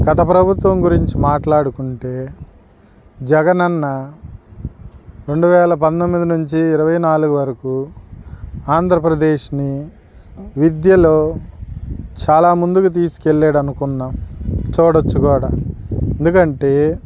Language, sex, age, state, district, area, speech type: Telugu, male, 45-60, Andhra Pradesh, Guntur, rural, spontaneous